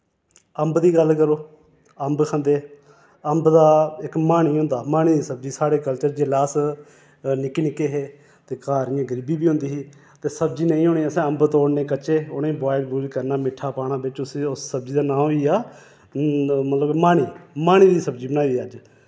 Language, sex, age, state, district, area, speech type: Dogri, male, 30-45, Jammu and Kashmir, Reasi, urban, spontaneous